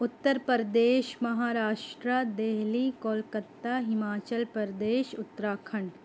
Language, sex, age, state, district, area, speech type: Urdu, female, 18-30, Uttar Pradesh, Balrampur, rural, spontaneous